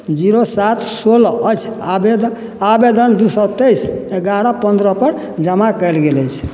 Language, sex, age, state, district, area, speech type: Maithili, male, 60+, Bihar, Madhubani, rural, read